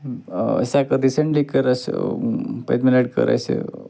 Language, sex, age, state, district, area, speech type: Kashmiri, male, 30-45, Jammu and Kashmir, Ganderbal, rural, spontaneous